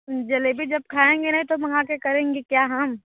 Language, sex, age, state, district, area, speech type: Hindi, female, 45-60, Uttar Pradesh, Bhadohi, urban, conversation